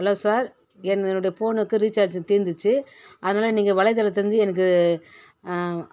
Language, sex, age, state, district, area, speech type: Tamil, female, 60+, Tamil Nadu, Viluppuram, rural, spontaneous